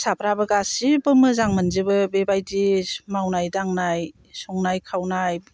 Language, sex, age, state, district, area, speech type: Bodo, female, 60+, Assam, Chirang, rural, spontaneous